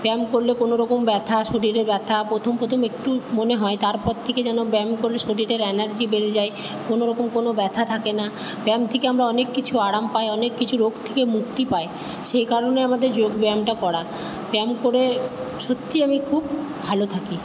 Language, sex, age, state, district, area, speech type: Bengali, female, 30-45, West Bengal, Purba Bardhaman, urban, spontaneous